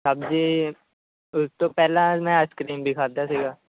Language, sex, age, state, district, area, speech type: Punjabi, male, 18-30, Punjab, Shaheed Bhagat Singh Nagar, urban, conversation